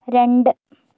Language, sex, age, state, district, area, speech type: Malayalam, female, 60+, Kerala, Kozhikode, urban, read